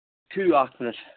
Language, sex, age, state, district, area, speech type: Kashmiri, male, 30-45, Jammu and Kashmir, Anantnag, rural, conversation